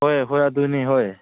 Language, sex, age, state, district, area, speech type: Manipuri, male, 18-30, Manipur, Senapati, rural, conversation